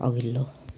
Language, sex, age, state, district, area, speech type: Nepali, female, 60+, West Bengal, Jalpaiguri, rural, read